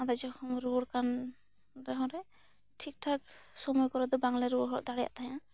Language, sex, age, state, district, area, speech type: Santali, female, 18-30, West Bengal, Bankura, rural, spontaneous